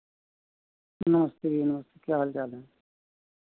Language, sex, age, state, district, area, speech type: Hindi, male, 60+, Uttar Pradesh, Sitapur, rural, conversation